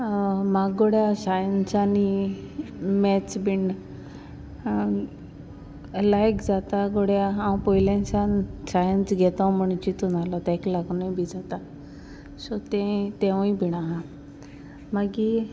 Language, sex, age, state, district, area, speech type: Goan Konkani, female, 18-30, Goa, Salcete, rural, spontaneous